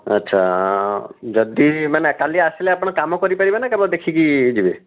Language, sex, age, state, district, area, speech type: Odia, male, 45-60, Odisha, Bhadrak, rural, conversation